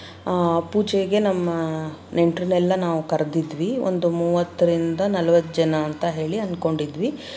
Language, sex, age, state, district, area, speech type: Kannada, female, 30-45, Karnataka, Davanagere, urban, spontaneous